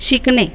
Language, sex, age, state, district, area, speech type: Marathi, female, 30-45, Maharashtra, Buldhana, urban, read